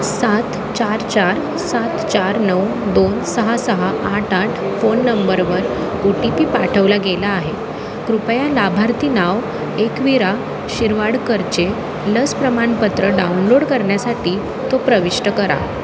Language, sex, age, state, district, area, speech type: Marathi, female, 18-30, Maharashtra, Mumbai City, urban, read